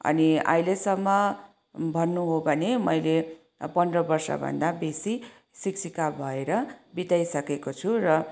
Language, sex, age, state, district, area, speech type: Nepali, female, 30-45, West Bengal, Kalimpong, rural, spontaneous